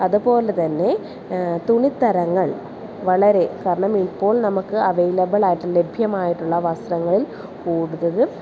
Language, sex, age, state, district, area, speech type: Malayalam, female, 30-45, Kerala, Alappuzha, urban, spontaneous